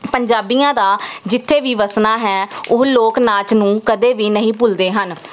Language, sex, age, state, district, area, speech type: Punjabi, female, 18-30, Punjab, Jalandhar, urban, spontaneous